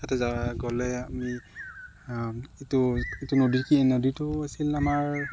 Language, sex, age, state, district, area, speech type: Assamese, male, 30-45, Assam, Morigaon, rural, spontaneous